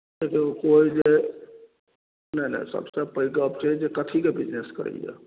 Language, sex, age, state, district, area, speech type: Maithili, male, 45-60, Bihar, Madhubani, rural, conversation